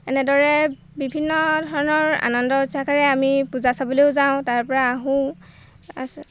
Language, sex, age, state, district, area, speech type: Assamese, female, 18-30, Assam, Golaghat, urban, spontaneous